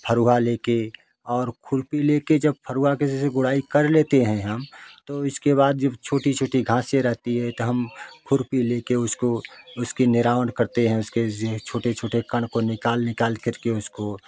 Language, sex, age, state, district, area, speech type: Hindi, male, 45-60, Uttar Pradesh, Jaunpur, rural, spontaneous